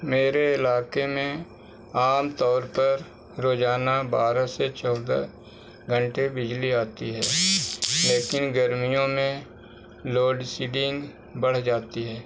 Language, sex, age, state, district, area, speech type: Urdu, male, 45-60, Bihar, Gaya, rural, spontaneous